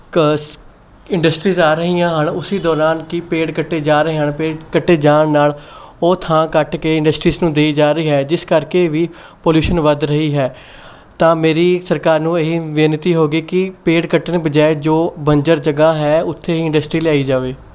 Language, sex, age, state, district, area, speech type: Punjabi, male, 18-30, Punjab, Mohali, urban, spontaneous